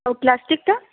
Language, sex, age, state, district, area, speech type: Odia, female, 45-60, Odisha, Boudh, rural, conversation